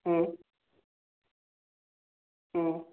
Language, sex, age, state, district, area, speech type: Odia, male, 30-45, Odisha, Khordha, rural, conversation